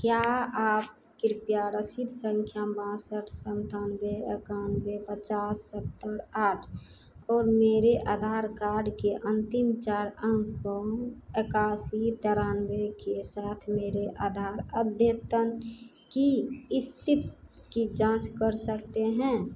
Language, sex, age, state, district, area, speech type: Hindi, female, 45-60, Bihar, Madhepura, rural, read